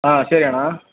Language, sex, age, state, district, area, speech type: Kannada, male, 18-30, Karnataka, Chamarajanagar, rural, conversation